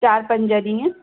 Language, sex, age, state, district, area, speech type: Sindhi, female, 45-60, Gujarat, Surat, urban, conversation